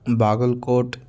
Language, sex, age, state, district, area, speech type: Sanskrit, male, 18-30, Karnataka, Dharwad, urban, spontaneous